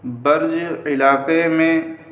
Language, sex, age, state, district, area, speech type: Urdu, male, 30-45, Uttar Pradesh, Muzaffarnagar, urban, spontaneous